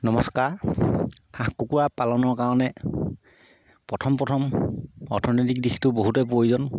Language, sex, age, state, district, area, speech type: Assamese, male, 30-45, Assam, Sivasagar, rural, spontaneous